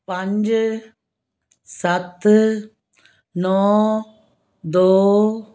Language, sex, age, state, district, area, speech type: Punjabi, female, 60+, Punjab, Fazilka, rural, read